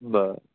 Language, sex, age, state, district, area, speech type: Marathi, male, 18-30, Maharashtra, Beed, rural, conversation